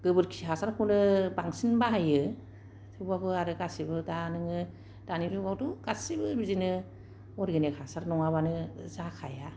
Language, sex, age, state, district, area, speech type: Bodo, female, 45-60, Assam, Kokrajhar, urban, spontaneous